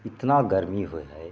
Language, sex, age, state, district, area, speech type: Maithili, male, 30-45, Bihar, Begusarai, urban, spontaneous